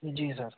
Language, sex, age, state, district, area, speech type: Hindi, male, 30-45, Uttar Pradesh, Hardoi, rural, conversation